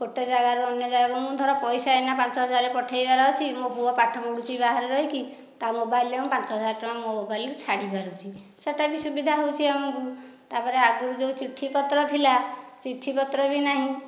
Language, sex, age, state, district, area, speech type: Odia, female, 30-45, Odisha, Dhenkanal, rural, spontaneous